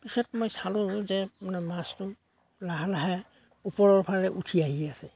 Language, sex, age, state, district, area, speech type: Assamese, male, 45-60, Assam, Darrang, rural, spontaneous